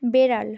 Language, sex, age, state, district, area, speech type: Bengali, female, 30-45, West Bengal, Purba Medinipur, rural, read